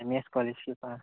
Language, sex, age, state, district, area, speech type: Goan Konkani, male, 18-30, Goa, Murmgao, urban, conversation